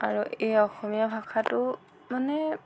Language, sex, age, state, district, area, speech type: Assamese, female, 18-30, Assam, Jorhat, urban, spontaneous